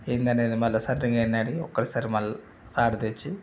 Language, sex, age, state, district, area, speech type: Telugu, male, 45-60, Telangana, Mancherial, rural, spontaneous